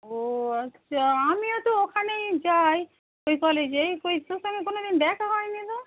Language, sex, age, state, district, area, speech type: Bengali, female, 45-60, West Bengal, Hooghly, rural, conversation